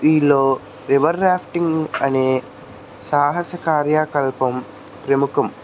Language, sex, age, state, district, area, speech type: Telugu, male, 30-45, Andhra Pradesh, N T Rama Rao, urban, spontaneous